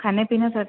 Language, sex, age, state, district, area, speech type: Marathi, female, 45-60, Maharashtra, Akola, urban, conversation